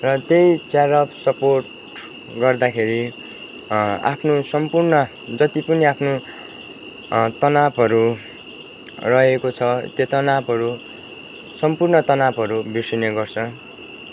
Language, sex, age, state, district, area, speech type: Nepali, male, 30-45, West Bengal, Kalimpong, rural, spontaneous